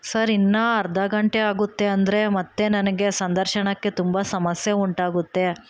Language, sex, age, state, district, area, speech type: Kannada, female, 18-30, Karnataka, Chikkaballapur, rural, spontaneous